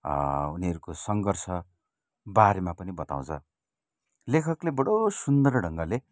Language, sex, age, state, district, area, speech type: Nepali, male, 45-60, West Bengal, Kalimpong, rural, spontaneous